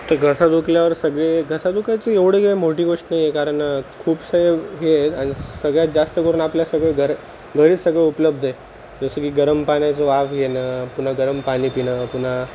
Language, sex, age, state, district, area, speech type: Marathi, male, 30-45, Maharashtra, Nanded, rural, spontaneous